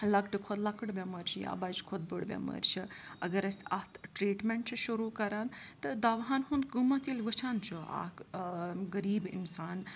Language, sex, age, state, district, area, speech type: Kashmiri, female, 30-45, Jammu and Kashmir, Srinagar, rural, spontaneous